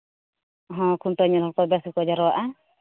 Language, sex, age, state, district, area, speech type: Santali, female, 30-45, Jharkhand, East Singhbhum, rural, conversation